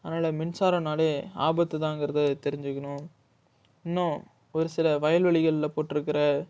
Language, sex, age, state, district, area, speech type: Tamil, male, 45-60, Tamil Nadu, Ariyalur, rural, spontaneous